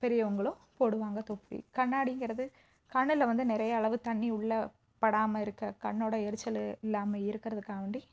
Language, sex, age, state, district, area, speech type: Tamil, female, 30-45, Tamil Nadu, Theni, urban, spontaneous